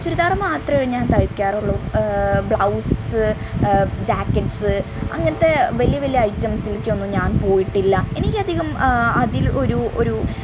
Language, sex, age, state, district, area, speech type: Malayalam, female, 30-45, Kerala, Malappuram, rural, spontaneous